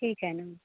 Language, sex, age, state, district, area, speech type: Marathi, female, 18-30, Maharashtra, Gondia, rural, conversation